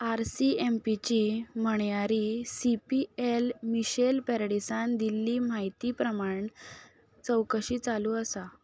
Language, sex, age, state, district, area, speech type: Goan Konkani, female, 18-30, Goa, Ponda, rural, read